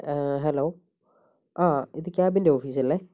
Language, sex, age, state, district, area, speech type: Malayalam, male, 18-30, Kerala, Kozhikode, urban, spontaneous